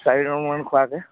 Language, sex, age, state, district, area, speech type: Assamese, male, 30-45, Assam, Charaideo, urban, conversation